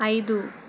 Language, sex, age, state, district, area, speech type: Telugu, female, 45-60, Andhra Pradesh, Vizianagaram, rural, read